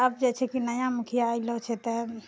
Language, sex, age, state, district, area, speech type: Maithili, female, 60+, Bihar, Purnia, urban, spontaneous